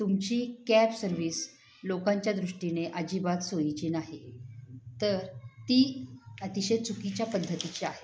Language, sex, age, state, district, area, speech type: Marathi, female, 30-45, Maharashtra, Satara, rural, spontaneous